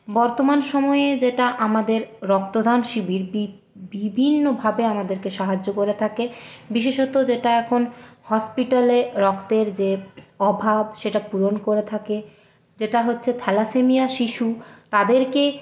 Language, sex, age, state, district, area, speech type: Bengali, female, 18-30, West Bengal, Purulia, urban, spontaneous